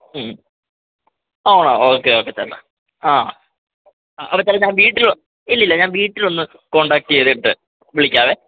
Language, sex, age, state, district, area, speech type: Malayalam, male, 18-30, Kerala, Idukki, rural, conversation